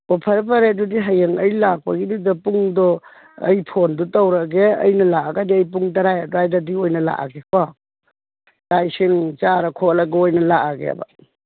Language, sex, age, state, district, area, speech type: Manipuri, female, 60+, Manipur, Imphal East, rural, conversation